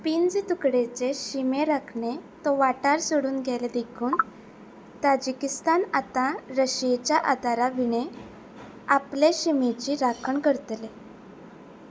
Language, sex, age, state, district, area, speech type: Goan Konkani, female, 18-30, Goa, Ponda, rural, read